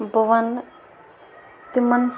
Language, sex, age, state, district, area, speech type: Kashmiri, female, 30-45, Jammu and Kashmir, Bandipora, rural, spontaneous